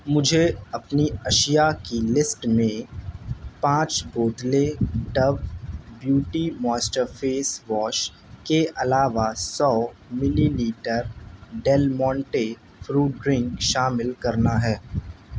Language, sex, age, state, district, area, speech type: Urdu, male, 18-30, Uttar Pradesh, Shahjahanpur, urban, read